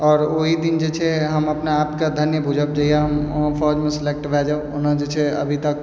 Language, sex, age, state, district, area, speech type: Maithili, male, 18-30, Bihar, Supaul, rural, spontaneous